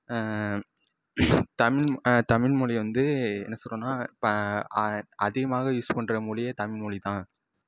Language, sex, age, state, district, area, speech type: Tamil, male, 18-30, Tamil Nadu, Sivaganga, rural, spontaneous